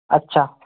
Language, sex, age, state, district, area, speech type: Marathi, male, 18-30, Maharashtra, Yavatmal, rural, conversation